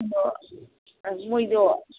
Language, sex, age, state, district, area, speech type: Manipuri, female, 45-60, Manipur, Kangpokpi, urban, conversation